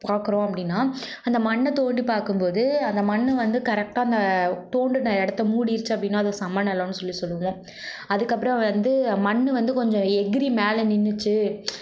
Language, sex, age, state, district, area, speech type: Tamil, female, 45-60, Tamil Nadu, Mayiladuthurai, rural, spontaneous